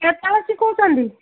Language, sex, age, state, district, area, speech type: Odia, female, 45-60, Odisha, Gajapati, rural, conversation